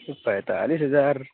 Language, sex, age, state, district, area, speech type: Urdu, male, 18-30, Uttar Pradesh, Lucknow, urban, conversation